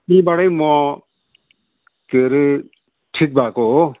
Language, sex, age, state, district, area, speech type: Nepali, male, 60+, West Bengal, Kalimpong, rural, conversation